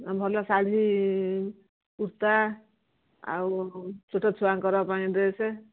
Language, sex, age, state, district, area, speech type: Odia, female, 60+, Odisha, Jharsuguda, rural, conversation